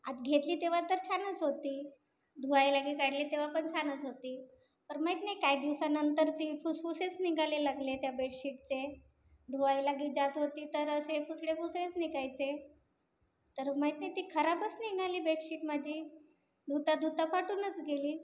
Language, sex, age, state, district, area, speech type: Marathi, female, 30-45, Maharashtra, Nagpur, urban, spontaneous